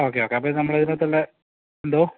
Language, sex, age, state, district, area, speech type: Malayalam, male, 30-45, Kerala, Idukki, rural, conversation